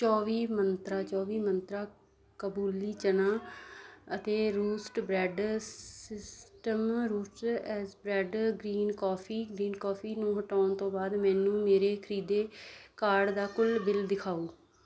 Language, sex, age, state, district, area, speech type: Punjabi, female, 30-45, Punjab, Bathinda, rural, read